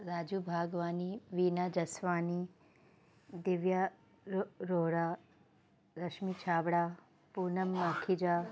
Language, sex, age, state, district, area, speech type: Sindhi, female, 30-45, Uttar Pradesh, Lucknow, urban, spontaneous